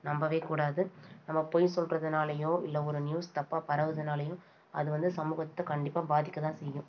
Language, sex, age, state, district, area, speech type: Tamil, female, 18-30, Tamil Nadu, Tiruvannamalai, urban, spontaneous